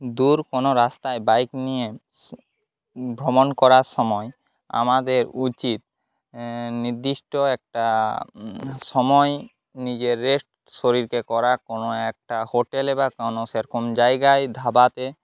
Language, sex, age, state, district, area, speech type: Bengali, male, 18-30, West Bengal, Jhargram, rural, spontaneous